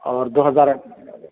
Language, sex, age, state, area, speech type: Urdu, male, 30-45, Jharkhand, urban, conversation